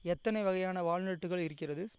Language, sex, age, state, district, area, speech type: Tamil, male, 45-60, Tamil Nadu, Ariyalur, rural, read